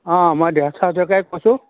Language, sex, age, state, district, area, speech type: Assamese, male, 60+, Assam, Golaghat, urban, conversation